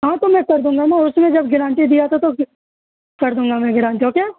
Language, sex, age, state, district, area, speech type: Urdu, male, 30-45, Bihar, Supaul, rural, conversation